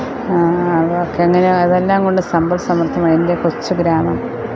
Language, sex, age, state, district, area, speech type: Malayalam, female, 45-60, Kerala, Thiruvananthapuram, rural, spontaneous